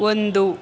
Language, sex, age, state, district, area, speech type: Kannada, female, 18-30, Karnataka, Chamarajanagar, rural, read